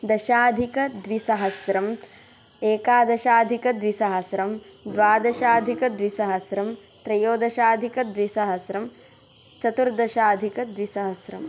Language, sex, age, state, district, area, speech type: Sanskrit, female, 18-30, Karnataka, Tumkur, urban, spontaneous